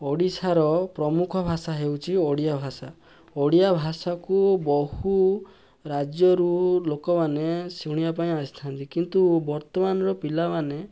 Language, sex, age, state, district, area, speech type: Odia, male, 18-30, Odisha, Balasore, rural, spontaneous